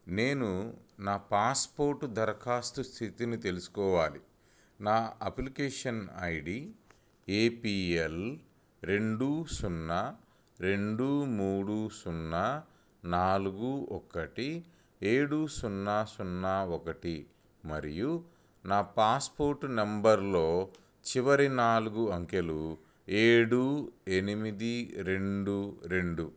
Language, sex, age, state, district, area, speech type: Telugu, male, 30-45, Andhra Pradesh, Bapatla, urban, read